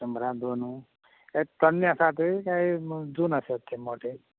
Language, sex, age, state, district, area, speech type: Goan Konkani, male, 45-60, Goa, Canacona, rural, conversation